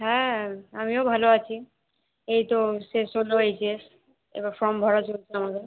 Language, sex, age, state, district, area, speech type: Bengali, female, 18-30, West Bengal, Hooghly, urban, conversation